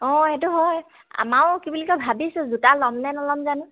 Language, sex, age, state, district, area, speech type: Assamese, female, 18-30, Assam, Dhemaji, urban, conversation